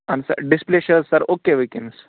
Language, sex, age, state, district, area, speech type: Kashmiri, male, 18-30, Jammu and Kashmir, Bandipora, rural, conversation